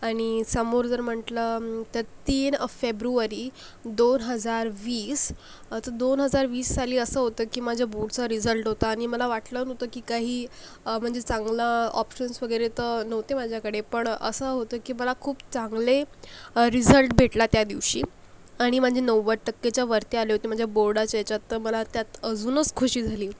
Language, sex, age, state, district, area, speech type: Marathi, female, 18-30, Maharashtra, Akola, rural, spontaneous